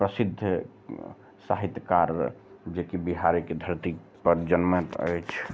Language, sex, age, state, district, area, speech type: Maithili, male, 45-60, Bihar, Araria, rural, spontaneous